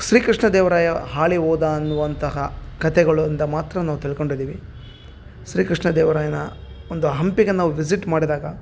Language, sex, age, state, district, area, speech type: Kannada, male, 30-45, Karnataka, Bellary, rural, spontaneous